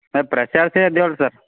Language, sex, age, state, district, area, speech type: Kannada, male, 18-30, Karnataka, Gulbarga, urban, conversation